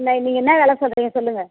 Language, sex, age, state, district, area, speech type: Tamil, female, 60+, Tamil Nadu, Tiruvannamalai, rural, conversation